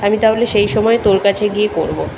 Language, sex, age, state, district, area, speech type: Bengali, female, 30-45, West Bengal, Kolkata, urban, spontaneous